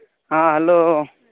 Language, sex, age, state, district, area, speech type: Santali, male, 18-30, Jharkhand, East Singhbhum, rural, conversation